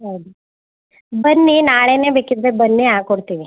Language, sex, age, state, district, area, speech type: Kannada, female, 18-30, Karnataka, Chamarajanagar, urban, conversation